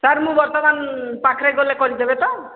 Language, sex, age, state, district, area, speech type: Odia, female, 45-60, Odisha, Sambalpur, rural, conversation